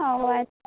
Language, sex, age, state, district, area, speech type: Bengali, female, 18-30, West Bengal, Birbhum, urban, conversation